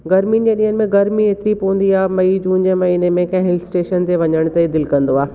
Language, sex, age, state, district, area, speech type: Sindhi, female, 45-60, Delhi, South Delhi, urban, spontaneous